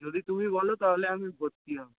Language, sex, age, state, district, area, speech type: Bengali, male, 18-30, West Bengal, Dakshin Dinajpur, urban, conversation